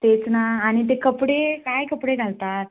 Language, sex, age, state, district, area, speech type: Marathi, female, 30-45, Maharashtra, Buldhana, rural, conversation